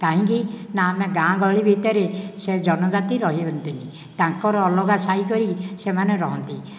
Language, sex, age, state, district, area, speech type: Odia, male, 60+, Odisha, Nayagarh, rural, spontaneous